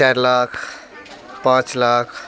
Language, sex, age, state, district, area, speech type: Hindi, male, 30-45, Bihar, Muzaffarpur, rural, spontaneous